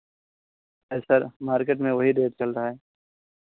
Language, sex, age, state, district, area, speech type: Hindi, male, 45-60, Uttar Pradesh, Pratapgarh, rural, conversation